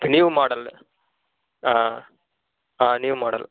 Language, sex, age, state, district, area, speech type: Tamil, male, 18-30, Tamil Nadu, Kallakurichi, rural, conversation